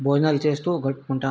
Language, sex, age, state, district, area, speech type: Telugu, male, 30-45, Andhra Pradesh, Vizianagaram, rural, spontaneous